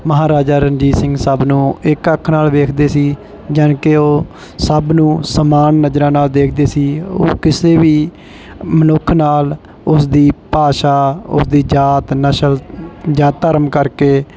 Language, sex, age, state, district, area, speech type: Punjabi, male, 18-30, Punjab, Bathinda, rural, spontaneous